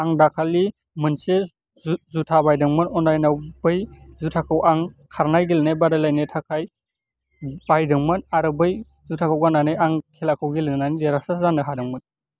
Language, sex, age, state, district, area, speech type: Bodo, male, 18-30, Assam, Baksa, rural, spontaneous